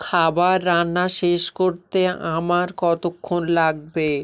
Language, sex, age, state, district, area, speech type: Bengali, male, 18-30, West Bengal, South 24 Parganas, rural, read